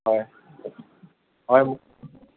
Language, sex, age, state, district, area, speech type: Assamese, male, 18-30, Assam, Lakhimpur, rural, conversation